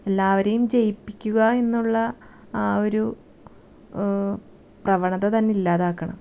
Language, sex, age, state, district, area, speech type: Malayalam, female, 30-45, Kerala, Thrissur, rural, spontaneous